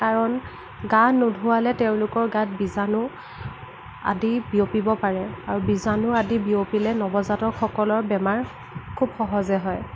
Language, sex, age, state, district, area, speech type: Assamese, female, 18-30, Assam, Nagaon, rural, spontaneous